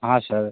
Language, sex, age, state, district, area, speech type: Hindi, male, 30-45, Bihar, Begusarai, urban, conversation